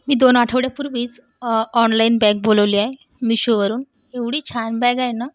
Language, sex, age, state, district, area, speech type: Marathi, female, 18-30, Maharashtra, Washim, urban, spontaneous